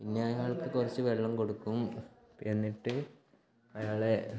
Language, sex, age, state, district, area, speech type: Malayalam, male, 18-30, Kerala, Kannur, rural, spontaneous